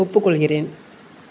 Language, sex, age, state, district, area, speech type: Tamil, female, 45-60, Tamil Nadu, Perambalur, urban, read